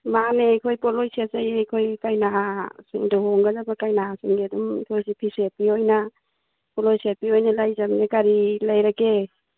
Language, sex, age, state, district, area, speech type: Manipuri, female, 45-60, Manipur, Churachandpur, rural, conversation